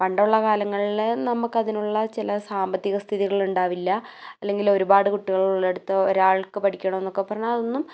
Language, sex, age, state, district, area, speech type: Malayalam, female, 18-30, Kerala, Idukki, rural, spontaneous